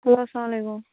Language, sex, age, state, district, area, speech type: Kashmiri, female, 30-45, Jammu and Kashmir, Budgam, rural, conversation